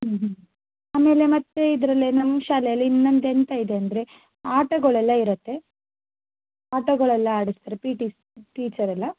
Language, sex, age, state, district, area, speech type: Kannada, female, 18-30, Karnataka, Shimoga, rural, conversation